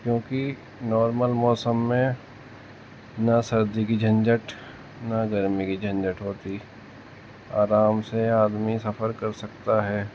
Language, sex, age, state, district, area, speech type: Urdu, male, 45-60, Uttar Pradesh, Muzaffarnagar, urban, spontaneous